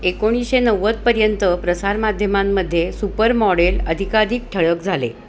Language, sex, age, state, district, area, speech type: Marathi, female, 60+, Maharashtra, Kolhapur, urban, read